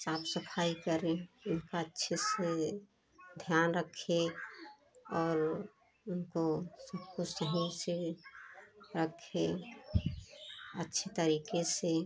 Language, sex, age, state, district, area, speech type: Hindi, female, 30-45, Uttar Pradesh, Prayagraj, rural, spontaneous